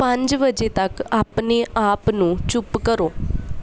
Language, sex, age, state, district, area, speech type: Punjabi, female, 18-30, Punjab, Bathinda, urban, read